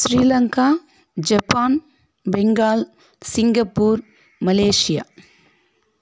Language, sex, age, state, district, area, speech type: Telugu, female, 45-60, Andhra Pradesh, Sri Balaji, rural, spontaneous